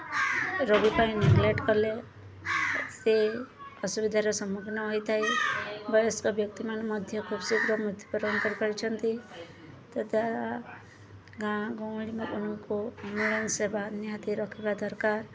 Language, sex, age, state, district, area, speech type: Odia, female, 18-30, Odisha, Subarnapur, urban, spontaneous